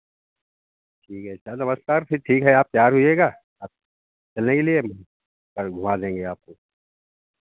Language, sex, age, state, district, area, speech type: Hindi, male, 60+, Uttar Pradesh, Sitapur, rural, conversation